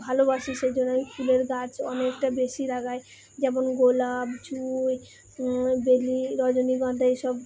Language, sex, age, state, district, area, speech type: Bengali, female, 18-30, West Bengal, Purba Bardhaman, urban, spontaneous